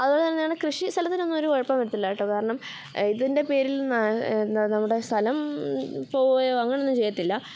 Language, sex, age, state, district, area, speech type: Malayalam, female, 18-30, Kerala, Kottayam, rural, spontaneous